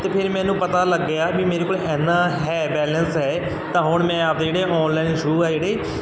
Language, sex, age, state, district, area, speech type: Punjabi, male, 30-45, Punjab, Barnala, rural, spontaneous